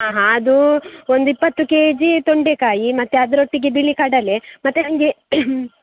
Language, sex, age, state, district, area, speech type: Kannada, female, 18-30, Karnataka, Udupi, rural, conversation